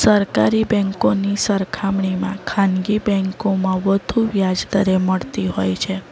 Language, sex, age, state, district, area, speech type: Gujarati, female, 30-45, Gujarat, Valsad, urban, spontaneous